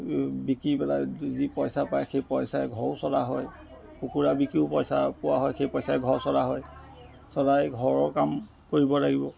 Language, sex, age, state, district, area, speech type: Assamese, male, 30-45, Assam, Jorhat, urban, spontaneous